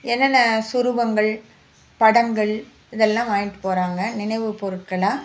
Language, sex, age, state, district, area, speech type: Tamil, female, 60+, Tamil Nadu, Nagapattinam, urban, spontaneous